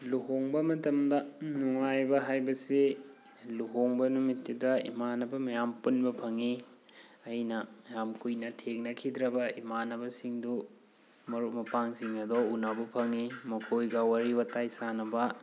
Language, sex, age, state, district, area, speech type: Manipuri, male, 30-45, Manipur, Thoubal, rural, spontaneous